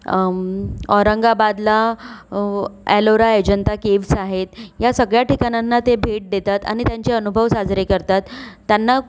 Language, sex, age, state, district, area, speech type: Marathi, female, 30-45, Maharashtra, Nagpur, urban, spontaneous